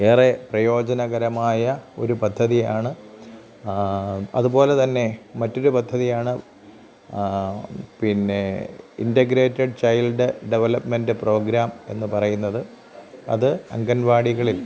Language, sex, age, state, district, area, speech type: Malayalam, male, 45-60, Kerala, Thiruvananthapuram, rural, spontaneous